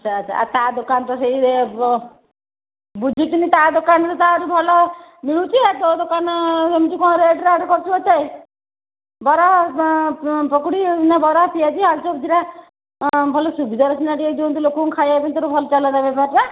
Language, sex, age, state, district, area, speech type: Odia, female, 60+, Odisha, Angul, rural, conversation